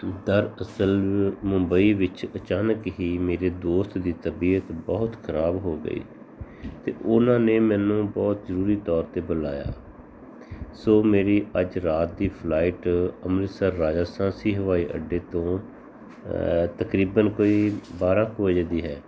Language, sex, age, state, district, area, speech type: Punjabi, male, 45-60, Punjab, Tarn Taran, urban, spontaneous